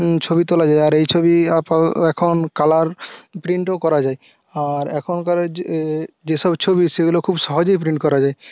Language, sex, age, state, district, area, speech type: Bengali, male, 18-30, West Bengal, Jhargram, rural, spontaneous